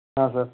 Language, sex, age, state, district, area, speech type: Kannada, male, 30-45, Karnataka, Belgaum, rural, conversation